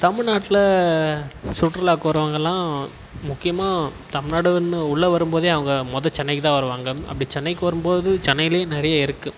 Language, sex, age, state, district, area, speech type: Tamil, male, 18-30, Tamil Nadu, Tiruvannamalai, urban, spontaneous